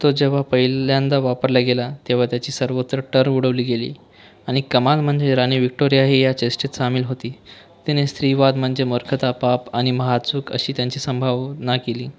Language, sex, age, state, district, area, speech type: Marathi, male, 18-30, Maharashtra, Buldhana, rural, spontaneous